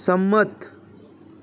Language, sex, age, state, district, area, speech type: Gujarati, male, 18-30, Gujarat, Aravalli, urban, read